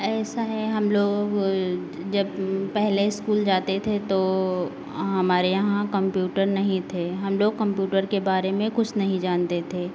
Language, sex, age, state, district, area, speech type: Hindi, female, 30-45, Uttar Pradesh, Lucknow, rural, spontaneous